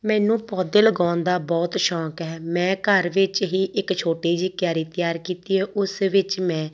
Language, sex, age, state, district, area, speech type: Punjabi, female, 30-45, Punjab, Tarn Taran, rural, spontaneous